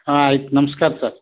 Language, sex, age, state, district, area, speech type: Kannada, male, 60+, Karnataka, Bidar, urban, conversation